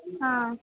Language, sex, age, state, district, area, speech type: Maithili, female, 18-30, Bihar, Madhubani, urban, conversation